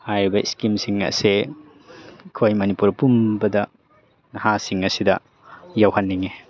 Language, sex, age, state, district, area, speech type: Manipuri, male, 30-45, Manipur, Tengnoupal, urban, spontaneous